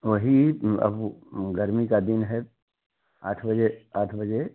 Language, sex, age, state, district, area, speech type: Hindi, male, 60+, Uttar Pradesh, Chandauli, rural, conversation